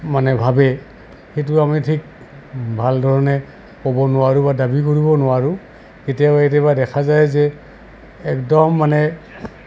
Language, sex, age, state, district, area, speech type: Assamese, male, 60+, Assam, Goalpara, urban, spontaneous